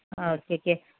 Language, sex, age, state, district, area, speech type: Manipuri, female, 18-30, Manipur, Senapati, rural, conversation